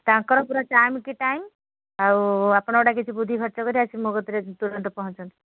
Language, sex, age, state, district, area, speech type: Odia, female, 60+, Odisha, Kendrapara, urban, conversation